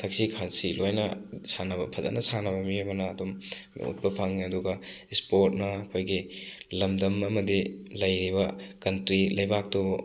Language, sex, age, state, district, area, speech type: Manipuri, male, 18-30, Manipur, Thoubal, rural, spontaneous